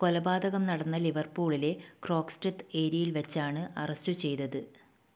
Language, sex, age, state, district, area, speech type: Malayalam, female, 30-45, Kerala, Kannur, rural, read